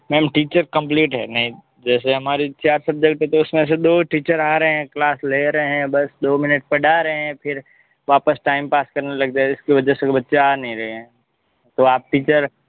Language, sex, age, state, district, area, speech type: Hindi, male, 18-30, Rajasthan, Jodhpur, urban, conversation